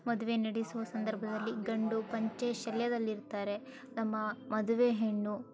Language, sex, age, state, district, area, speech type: Kannada, female, 45-60, Karnataka, Chikkaballapur, rural, spontaneous